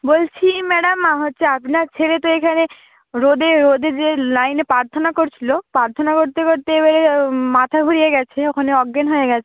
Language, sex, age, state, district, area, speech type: Bengali, female, 30-45, West Bengal, Purba Medinipur, rural, conversation